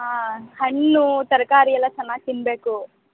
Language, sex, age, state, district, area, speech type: Kannada, female, 45-60, Karnataka, Tumkur, rural, conversation